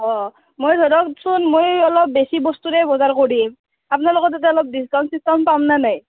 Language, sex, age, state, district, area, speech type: Assamese, female, 30-45, Assam, Nalbari, rural, conversation